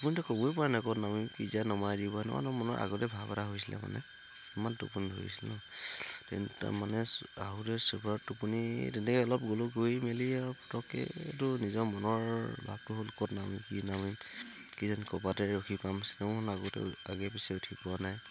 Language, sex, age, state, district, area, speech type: Assamese, male, 45-60, Assam, Tinsukia, rural, spontaneous